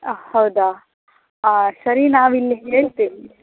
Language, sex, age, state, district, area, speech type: Kannada, female, 30-45, Karnataka, Davanagere, rural, conversation